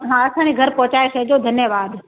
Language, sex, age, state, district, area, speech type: Sindhi, female, 45-60, Madhya Pradesh, Katni, urban, conversation